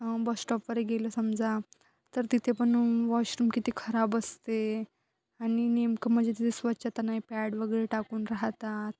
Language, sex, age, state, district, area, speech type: Marathi, female, 30-45, Maharashtra, Wardha, rural, spontaneous